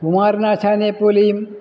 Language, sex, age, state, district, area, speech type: Malayalam, male, 60+, Kerala, Kollam, rural, spontaneous